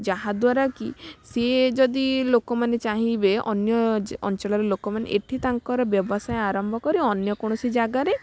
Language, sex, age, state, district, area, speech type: Odia, female, 30-45, Odisha, Kalahandi, rural, spontaneous